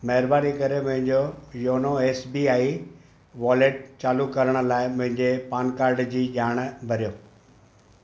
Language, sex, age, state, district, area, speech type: Sindhi, male, 60+, Gujarat, Kutch, rural, read